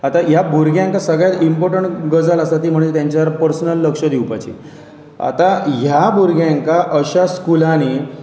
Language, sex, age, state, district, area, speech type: Goan Konkani, male, 30-45, Goa, Pernem, rural, spontaneous